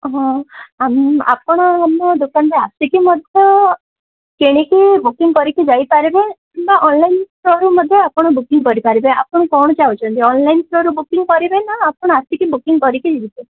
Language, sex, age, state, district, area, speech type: Odia, male, 18-30, Odisha, Koraput, urban, conversation